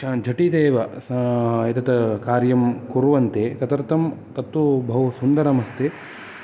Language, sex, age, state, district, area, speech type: Sanskrit, male, 18-30, Karnataka, Uttara Kannada, rural, spontaneous